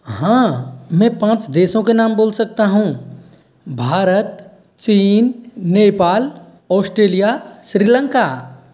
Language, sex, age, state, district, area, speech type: Hindi, male, 45-60, Rajasthan, Karauli, rural, spontaneous